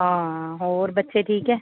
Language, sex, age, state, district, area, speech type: Punjabi, female, 30-45, Punjab, Mansa, rural, conversation